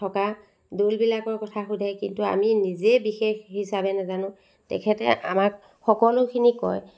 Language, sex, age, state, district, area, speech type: Assamese, female, 45-60, Assam, Sivasagar, rural, spontaneous